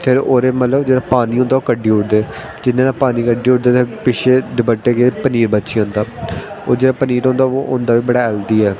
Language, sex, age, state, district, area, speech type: Dogri, male, 18-30, Jammu and Kashmir, Jammu, rural, spontaneous